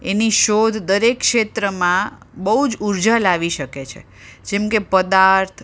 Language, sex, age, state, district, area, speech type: Gujarati, female, 45-60, Gujarat, Ahmedabad, urban, spontaneous